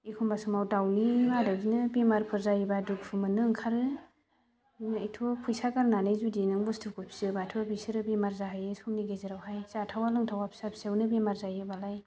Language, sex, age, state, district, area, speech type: Bodo, female, 30-45, Assam, Chirang, rural, spontaneous